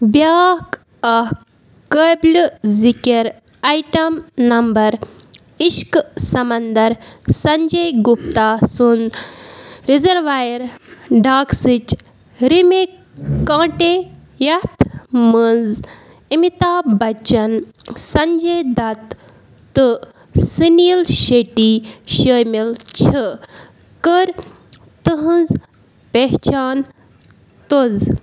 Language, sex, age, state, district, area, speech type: Kashmiri, female, 30-45, Jammu and Kashmir, Bandipora, rural, read